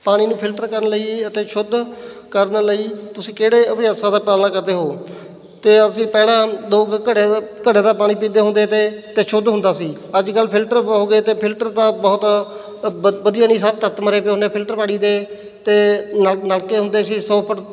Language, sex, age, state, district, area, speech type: Punjabi, male, 30-45, Punjab, Fatehgarh Sahib, rural, spontaneous